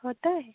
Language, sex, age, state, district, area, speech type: Hindi, female, 45-60, Uttar Pradesh, Jaunpur, rural, conversation